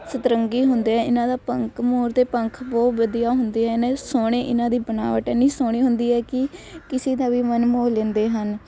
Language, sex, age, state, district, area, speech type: Punjabi, female, 18-30, Punjab, Shaheed Bhagat Singh Nagar, rural, spontaneous